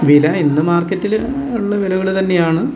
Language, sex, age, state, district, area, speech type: Malayalam, male, 45-60, Kerala, Wayanad, rural, spontaneous